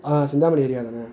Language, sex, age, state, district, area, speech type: Tamil, male, 30-45, Tamil Nadu, Madurai, rural, spontaneous